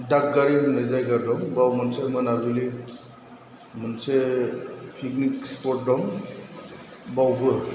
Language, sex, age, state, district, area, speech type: Bodo, male, 45-60, Assam, Chirang, urban, spontaneous